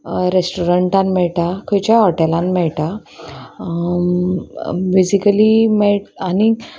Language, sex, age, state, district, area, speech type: Goan Konkani, female, 30-45, Goa, Salcete, rural, spontaneous